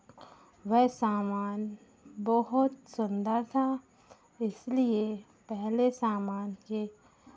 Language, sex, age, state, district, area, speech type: Hindi, female, 30-45, Madhya Pradesh, Hoshangabad, rural, spontaneous